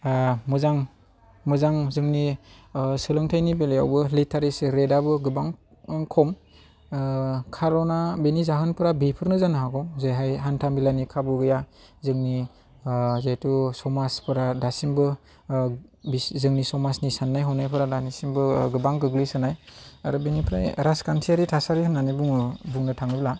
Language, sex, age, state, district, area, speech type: Bodo, male, 30-45, Assam, Chirang, urban, spontaneous